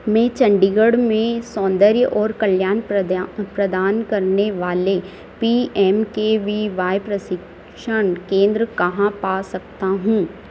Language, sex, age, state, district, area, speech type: Hindi, female, 18-30, Madhya Pradesh, Harda, urban, read